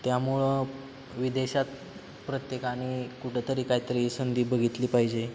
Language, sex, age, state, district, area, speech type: Marathi, male, 18-30, Maharashtra, Satara, urban, spontaneous